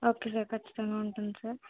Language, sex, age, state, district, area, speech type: Telugu, female, 18-30, Andhra Pradesh, Kakinada, urban, conversation